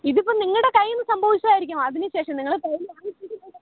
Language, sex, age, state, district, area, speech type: Malayalam, female, 30-45, Kerala, Pathanamthitta, rural, conversation